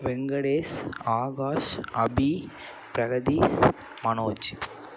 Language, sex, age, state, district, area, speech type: Tamil, male, 18-30, Tamil Nadu, Mayiladuthurai, urban, spontaneous